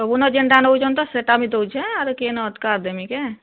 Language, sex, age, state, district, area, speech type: Odia, female, 18-30, Odisha, Bargarh, rural, conversation